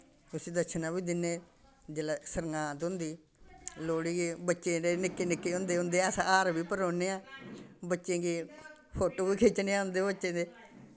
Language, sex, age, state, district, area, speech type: Dogri, female, 60+, Jammu and Kashmir, Samba, urban, spontaneous